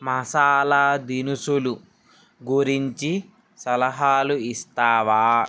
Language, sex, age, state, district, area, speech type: Telugu, male, 18-30, Andhra Pradesh, Srikakulam, urban, read